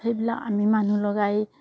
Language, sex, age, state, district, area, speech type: Assamese, female, 60+, Assam, Darrang, rural, spontaneous